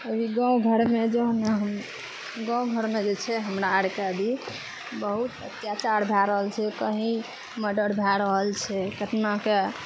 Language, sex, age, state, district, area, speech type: Maithili, female, 30-45, Bihar, Araria, rural, spontaneous